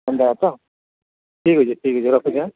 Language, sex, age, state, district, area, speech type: Odia, female, 45-60, Odisha, Nuapada, urban, conversation